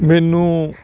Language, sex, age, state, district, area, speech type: Punjabi, male, 45-60, Punjab, Faridkot, urban, spontaneous